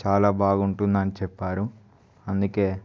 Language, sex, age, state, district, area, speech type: Telugu, male, 18-30, Telangana, Nirmal, rural, spontaneous